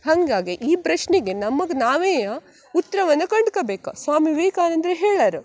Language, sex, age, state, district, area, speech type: Kannada, female, 18-30, Karnataka, Uttara Kannada, rural, spontaneous